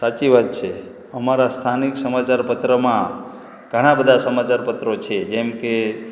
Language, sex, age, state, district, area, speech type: Gujarati, male, 18-30, Gujarat, Morbi, rural, spontaneous